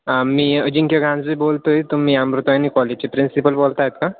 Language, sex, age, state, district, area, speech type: Marathi, male, 18-30, Maharashtra, Ahmednagar, urban, conversation